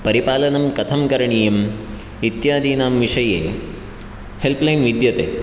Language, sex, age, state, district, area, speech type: Sanskrit, male, 18-30, Karnataka, Chikkamagaluru, rural, spontaneous